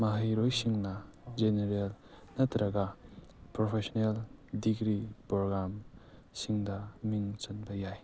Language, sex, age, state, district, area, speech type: Manipuri, male, 18-30, Manipur, Kangpokpi, urban, read